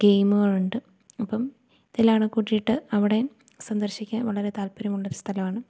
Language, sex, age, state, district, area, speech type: Malayalam, female, 18-30, Kerala, Idukki, rural, spontaneous